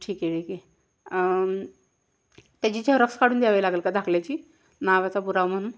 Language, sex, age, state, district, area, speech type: Marathi, female, 18-30, Maharashtra, Satara, urban, spontaneous